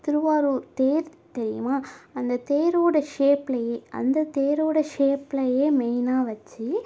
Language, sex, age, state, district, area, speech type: Tamil, female, 30-45, Tamil Nadu, Tiruvarur, rural, spontaneous